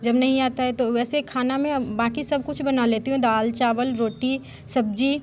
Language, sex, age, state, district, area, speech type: Hindi, female, 18-30, Bihar, Muzaffarpur, urban, spontaneous